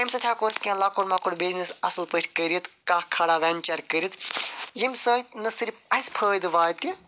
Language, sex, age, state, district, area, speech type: Kashmiri, male, 45-60, Jammu and Kashmir, Ganderbal, urban, spontaneous